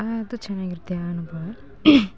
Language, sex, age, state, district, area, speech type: Kannada, female, 18-30, Karnataka, Mandya, rural, spontaneous